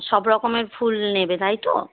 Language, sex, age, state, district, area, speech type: Bengali, female, 45-60, West Bengal, Hooghly, rural, conversation